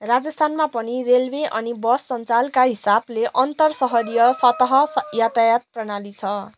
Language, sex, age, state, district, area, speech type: Nepali, female, 18-30, West Bengal, Darjeeling, rural, read